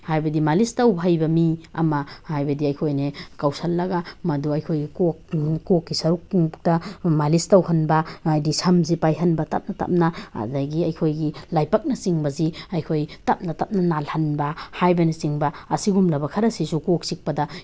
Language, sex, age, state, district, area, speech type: Manipuri, female, 30-45, Manipur, Tengnoupal, rural, spontaneous